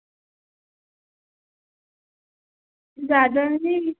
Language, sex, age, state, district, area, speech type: Hindi, female, 18-30, Madhya Pradesh, Balaghat, rural, conversation